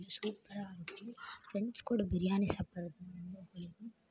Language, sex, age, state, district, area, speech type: Tamil, female, 18-30, Tamil Nadu, Mayiladuthurai, urban, spontaneous